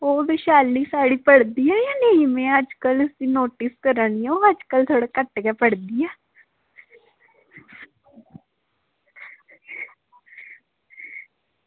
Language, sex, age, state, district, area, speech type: Dogri, female, 18-30, Jammu and Kashmir, Udhampur, urban, conversation